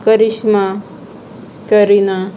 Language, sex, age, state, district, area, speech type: Marathi, female, 18-30, Maharashtra, Aurangabad, rural, spontaneous